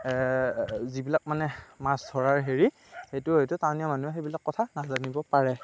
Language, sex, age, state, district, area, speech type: Assamese, male, 45-60, Assam, Darrang, rural, spontaneous